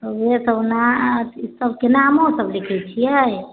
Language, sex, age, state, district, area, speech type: Maithili, female, 30-45, Bihar, Sitamarhi, rural, conversation